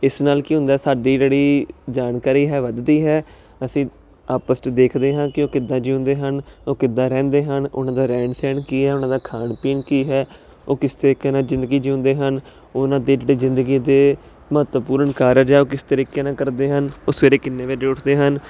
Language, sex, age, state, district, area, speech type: Punjabi, male, 30-45, Punjab, Jalandhar, urban, spontaneous